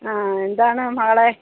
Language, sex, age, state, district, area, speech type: Malayalam, female, 45-60, Kerala, Kollam, rural, conversation